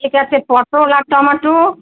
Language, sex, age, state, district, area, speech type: Bengali, female, 30-45, West Bengal, Murshidabad, rural, conversation